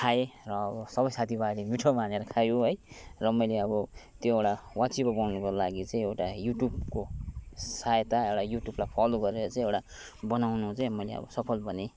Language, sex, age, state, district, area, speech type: Nepali, male, 30-45, West Bengal, Kalimpong, rural, spontaneous